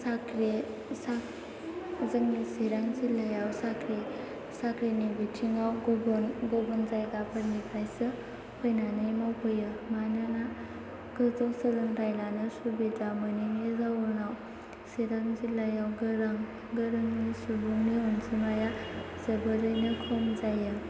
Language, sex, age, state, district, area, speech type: Bodo, female, 18-30, Assam, Chirang, rural, spontaneous